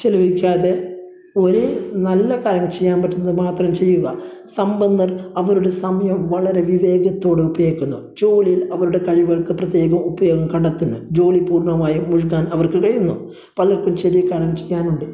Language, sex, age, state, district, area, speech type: Malayalam, male, 30-45, Kerala, Kasaragod, rural, spontaneous